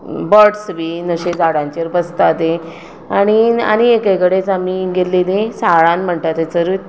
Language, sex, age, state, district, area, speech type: Goan Konkani, female, 30-45, Goa, Tiswadi, rural, spontaneous